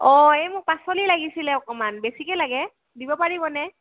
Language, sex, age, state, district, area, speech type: Assamese, female, 30-45, Assam, Barpeta, urban, conversation